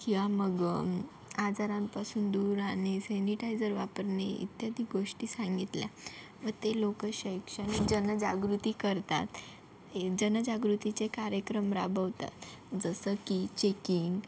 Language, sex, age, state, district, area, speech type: Marathi, female, 30-45, Maharashtra, Yavatmal, rural, spontaneous